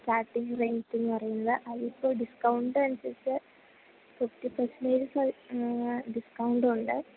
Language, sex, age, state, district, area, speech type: Malayalam, female, 18-30, Kerala, Idukki, rural, conversation